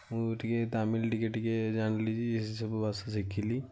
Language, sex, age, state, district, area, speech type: Odia, male, 60+, Odisha, Kendujhar, urban, spontaneous